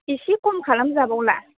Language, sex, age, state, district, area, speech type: Bodo, female, 18-30, Assam, Baksa, rural, conversation